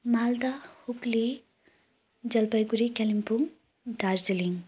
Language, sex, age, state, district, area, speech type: Nepali, female, 30-45, West Bengal, Kalimpong, rural, spontaneous